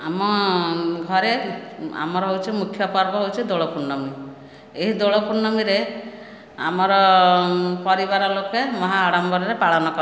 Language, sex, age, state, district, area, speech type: Odia, female, 45-60, Odisha, Khordha, rural, spontaneous